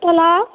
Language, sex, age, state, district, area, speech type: Maithili, female, 60+, Bihar, Purnia, urban, conversation